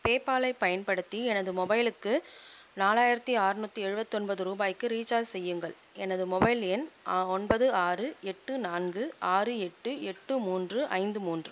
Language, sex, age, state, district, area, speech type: Tamil, female, 45-60, Tamil Nadu, Chengalpattu, rural, read